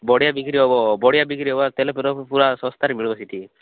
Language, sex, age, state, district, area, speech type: Odia, male, 18-30, Odisha, Nabarangpur, urban, conversation